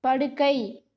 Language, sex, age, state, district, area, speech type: Tamil, female, 18-30, Tamil Nadu, Cuddalore, rural, read